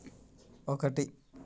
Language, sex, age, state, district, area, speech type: Telugu, male, 18-30, Telangana, Mancherial, rural, read